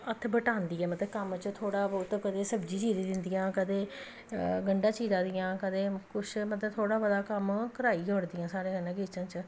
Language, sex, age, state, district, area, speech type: Dogri, female, 30-45, Jammu and Kashmir, Samba, rural, spontaneous